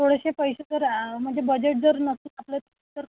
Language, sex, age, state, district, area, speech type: Marathi, female, 18-30, Maharashtra, Thane, rural, conversation